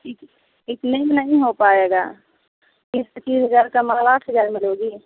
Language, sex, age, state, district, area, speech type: Hindi, female, 30-45, Uttar Pradesh, Mirzapur, rural, conversation